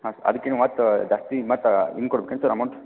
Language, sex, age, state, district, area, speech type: Kannada, male, 30-45, Karnataka, Belgaum, rural, conversation